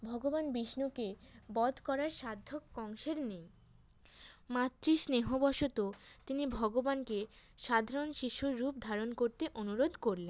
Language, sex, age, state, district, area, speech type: Bengali, female, 18-30, West Bengal, North 24 Parganas, urban, spontaneous